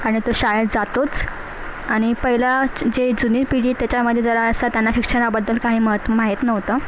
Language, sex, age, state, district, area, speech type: Marathi, female, 18-30, Maharashtra, Thane, urban, spontaneous